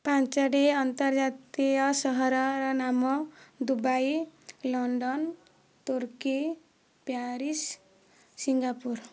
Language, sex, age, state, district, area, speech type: Odia, female, 18-30, Odisha, Kandhamal, rural, spontaneous